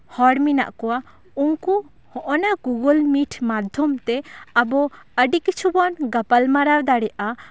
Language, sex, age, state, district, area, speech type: Santali, female, 18-30, West Bengal, Bankura, rural, spontaneous